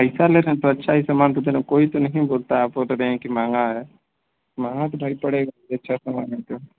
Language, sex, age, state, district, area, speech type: Hindi, male, 18-30, Uttar Pradesh, Mau, rural, conversation